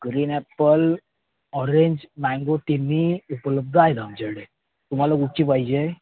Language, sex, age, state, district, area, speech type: Marathi, male, 30-45, Maharashtra, Ratnagiri, urban, conversation